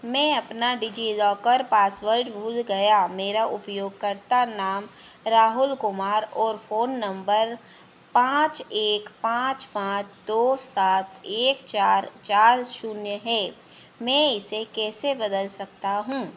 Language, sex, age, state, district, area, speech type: Hindi, female, 30-45, Madhya Pradesh, Harda, urban, read